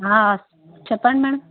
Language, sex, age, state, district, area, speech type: Telugu, female, 30-45, Andhra Pradesh, Visakhapatnam, urban, conversation